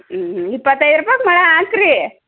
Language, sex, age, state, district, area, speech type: Kannada, female, 18-30, Karnataka, Koppal, rural, conversation